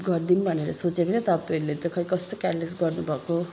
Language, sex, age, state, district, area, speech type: Nepali, female, 45-60, West Bengal, Jalpaiguri, rural, spontaneous